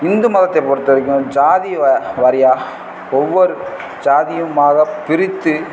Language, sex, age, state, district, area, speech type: Tamil, male, 18-30, Tamil Nadu, Namakkal, rural, spontaneous